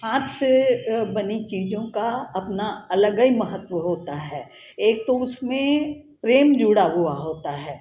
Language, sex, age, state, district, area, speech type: Hindi, female, 60+, Madhya Pradesh, Jabalpur, urban, spontaneous